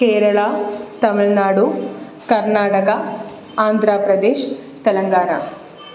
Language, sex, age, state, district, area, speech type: Malayalam, female, 18-30, Kerala, Pathanamthitta, urban, spontaneous